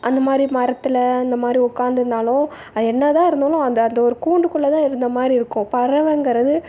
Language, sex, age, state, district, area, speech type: Tamil, female, 18-30, Tamil Nadu, Tiruvallur, urban, spontaneous